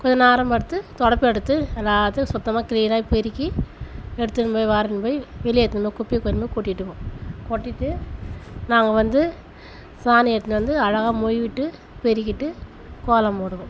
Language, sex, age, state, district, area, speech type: Tamil, female, 30-45, Tamil Nadu, Tiruvannamalai, rural, spontaneous